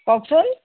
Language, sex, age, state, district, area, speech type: Assamese, female, 60+, Assam, Dhemaji, rural, conversation